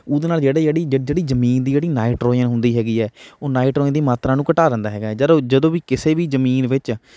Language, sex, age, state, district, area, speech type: Punjabi, male, 60+, Punjab, Shaheed Bhagat Singh Nagar, urban, spontaneous